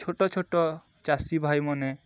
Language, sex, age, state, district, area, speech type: Odia, male, 18-30, Odisha, Balangir, urban, spontaneous